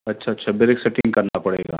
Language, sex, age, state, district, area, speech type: Hindi, male, 45-60, Uttar Pradesh, Jaunpur, rural, conversation